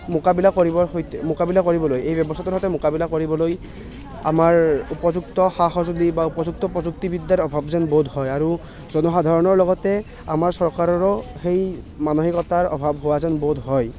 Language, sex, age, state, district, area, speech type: Assamese, male, 18-30, Assam, Nalbari, rural, spontaneous